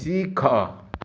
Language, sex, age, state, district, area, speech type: Odia, male, 60+, Odisha, Bargarh, rural, read